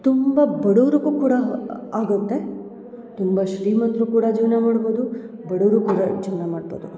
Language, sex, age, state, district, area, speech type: Kannada, female, 30-45, Karnataka, Hassan, urban, spontaneous